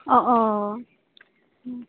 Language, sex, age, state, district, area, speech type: Bodo, female, 18-30, Assam, Kokrajhar, rural, conversation